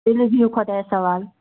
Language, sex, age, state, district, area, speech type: Kashmiri, female, 18-30, Jammu and Kashmir, Anantnag, rural, conversation